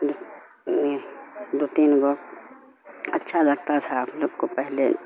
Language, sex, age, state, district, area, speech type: Urdu, female, 60+, Bihar, Supaul, rural, spontaneous